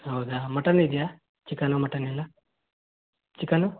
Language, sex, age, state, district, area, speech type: Kannada, male, 18-30, Karnataka, Koppal, rural, conversation